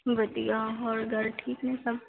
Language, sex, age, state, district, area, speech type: Punjabi, female, 18-30, Punjab, Fazilka, rural, conversation